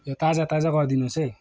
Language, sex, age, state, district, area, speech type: Nepali, male, 18-30, West Bengal, Kalimpong, rural, spontaneous